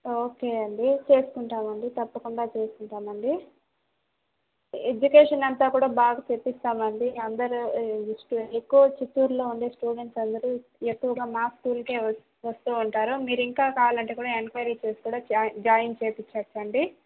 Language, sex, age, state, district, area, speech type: Telugu, female, 18-30, Andhra Pradesh, Chittoor, urban, conversation